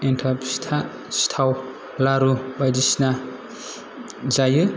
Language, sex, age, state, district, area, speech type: Bodo, male, 18-30, Assam, Kokrajhar, urban, spontaneous